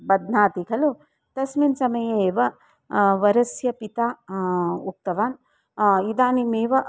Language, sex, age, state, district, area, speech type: Sanskrit, female, 60+, Karnataka, Dharwad, urban, spontaneous